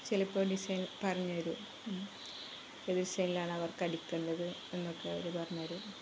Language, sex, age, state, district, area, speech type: Malayalam, female, 45-60, Kerala, Kozhikode, rural, spontaneous